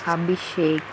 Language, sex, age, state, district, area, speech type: Telugu, female, 30-45, Andhra Pradesh, Chittoor, urban, spontaneous